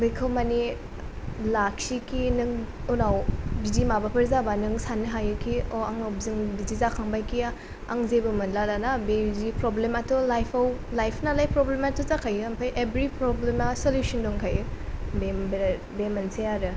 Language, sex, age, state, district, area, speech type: Bodo, female, 18-30, Assam, Kokrajhar, rural, spontaneous